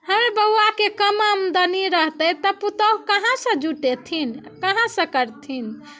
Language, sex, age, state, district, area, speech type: Maithili, female, 45-60, Bihar, Muzaffarpur, urban, spontaneous